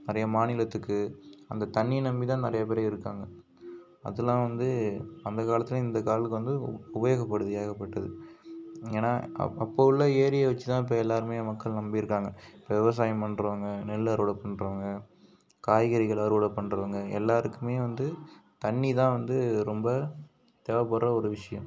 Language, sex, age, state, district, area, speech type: Tamil, male, 45-60, Tamil Nadu, Mayiladuthurai, rural, spontaneous